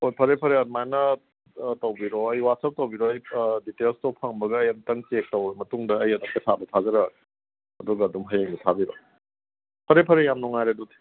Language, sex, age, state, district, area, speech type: Manipuri, male, 30-45, Manipur, Kangpokpi, urban, conversation